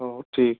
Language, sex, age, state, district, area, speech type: Marathi, male, 18-30, Maharashtra, Gondia, rural, conversation